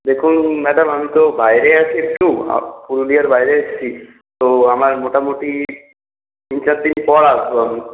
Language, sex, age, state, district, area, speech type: Bengali, male, 45-60, West Bengal, Purulia, urban, conversation